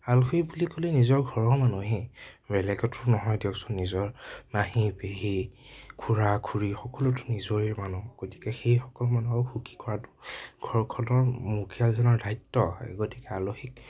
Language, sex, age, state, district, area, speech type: Assamese, male, 30-45, Assam, Nagaon, rural, spontaneous